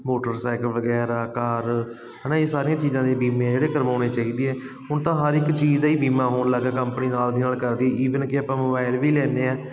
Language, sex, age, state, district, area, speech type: Punjabi, male, 45-60, Punjab, Barnala, rural, spontaneous